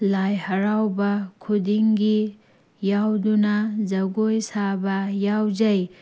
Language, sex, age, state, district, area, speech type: Manipuri, female, 18-30, Manipur, Tengnoupal, urban, spontaneous